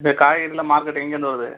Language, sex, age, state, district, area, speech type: Tamil, male, 45-60, Tamil Nadu, Cuddalore, rural, conversation